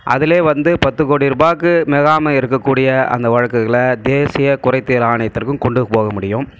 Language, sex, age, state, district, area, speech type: Tamil, male, 45-60, Tamil Nadu, Krishnagiri, rural, spontaneous